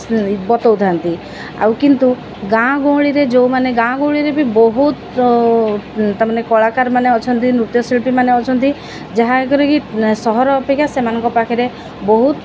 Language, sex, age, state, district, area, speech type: Odia, female, 45-60, Odisha, Sundergarh, urban, spontaneous